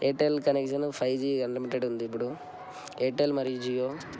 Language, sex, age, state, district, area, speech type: Telugu, male, 18-30, Telangana, Medchal, urban, spontaneous